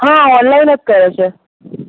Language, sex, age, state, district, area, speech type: Gujarati, female, 18-30, Gujarat, Ahmedabad, urban, conversation